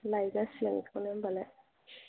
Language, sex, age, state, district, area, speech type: Bodo, female, 30-45, Assam, Chirang, rural, conversation